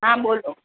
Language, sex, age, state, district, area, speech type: Gujarati, female, 18-30, Gujarat, Surat, urban, conversation